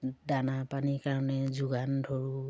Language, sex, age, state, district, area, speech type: Assamese, female, 60+, Assam, Dibrugarh, rural, spontaneous